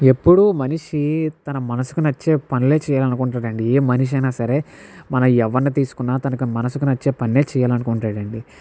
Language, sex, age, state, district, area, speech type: Telugu, male, 60+, Andhra Pradesh, Kakinada, rural, spontaneous